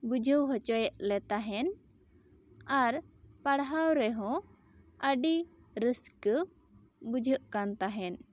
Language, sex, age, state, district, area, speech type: Santali, female, 18-30, West Bengal, Bankura, rural, spontaneous